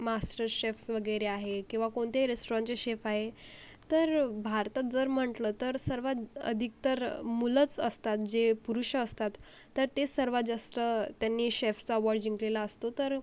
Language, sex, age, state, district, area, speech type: Marathi, female, 45-60, Maharashtra, Akola, rural, spontaneous